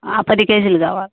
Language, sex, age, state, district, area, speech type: Telugu, female, 60+, Andhra Pradesh, Kadapa, rural, conversation